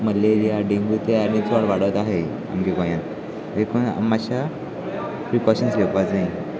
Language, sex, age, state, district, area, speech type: Goan Konkani, male, 18-30, Goa, Salcete, rural, spontaneous